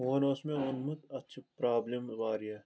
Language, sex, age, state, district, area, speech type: Kashmiri, male, 18-30, Jammu and Kashmir, Kulgam, rural, spontaneous